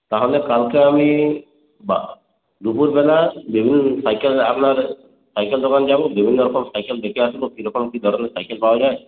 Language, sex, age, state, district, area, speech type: Bengali, male, 18-30, West Bengal, Purulia, rural, conversation